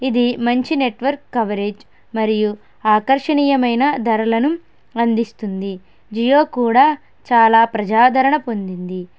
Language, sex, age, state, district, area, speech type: Telugu, female, 30-45, Andhra Pradesh, Konaseema, rural, spontaneous